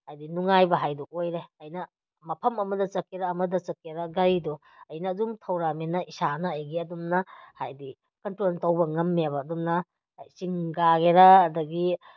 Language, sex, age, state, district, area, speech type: Manipuri, female, 30-45, Manipur, Kakching, rural, spontaneous